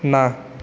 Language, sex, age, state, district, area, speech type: Odia, male, 45-60, Odisha, Kandhamal, rural, read